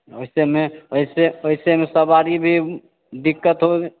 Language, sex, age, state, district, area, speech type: Hindi, male, 30-45, Bihar, Begusarai, rural, conversation